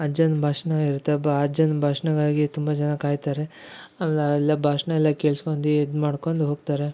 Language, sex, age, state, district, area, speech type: Kannada, male, 18-30, Karnataka, Koppal, rural, spontaneous